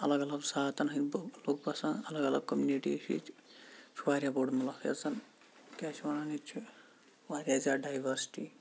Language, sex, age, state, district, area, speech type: Kashmiri, male, 45-60, Jammu and Kashmir, Shopian, urban, spontaneous